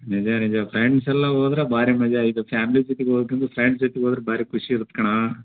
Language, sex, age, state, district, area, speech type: Kannada, male, 45-60, Karnataka, Koppal, rural, conversation